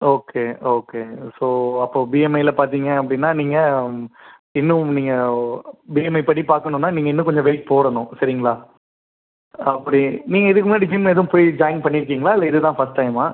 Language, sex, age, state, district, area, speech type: Tamil, male, 18-30, Tamil Nadu, Pudukkottai, rural, conversation